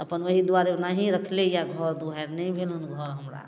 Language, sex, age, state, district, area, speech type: Maithili, female, 45-60, Bihar, Darbhanga, rural, spontaneous